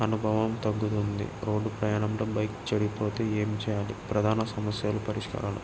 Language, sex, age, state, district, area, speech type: Telugu, male, 18-30, Andhra Pradesh, Krishna, urban, spontaneous